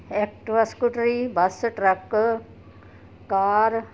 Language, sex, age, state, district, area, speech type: Punjabi, female, 60+, Punjab, Ludhiana, rural, spontaneous